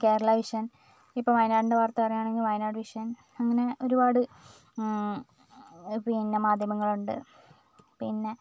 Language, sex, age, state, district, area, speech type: Malayalam, female, 18-30, Kerala, Wayanad, rural, spontaneous